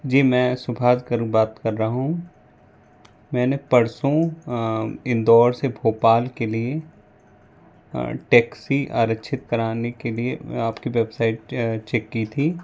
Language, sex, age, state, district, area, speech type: Hindi, male, 30-45, Madhya Pradesh, Bhopal, urban, spontaneous